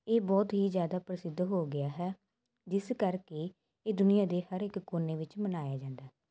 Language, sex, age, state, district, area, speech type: Punjabi, female, 18-30, Punjab, Muktsar, rural, spontaneous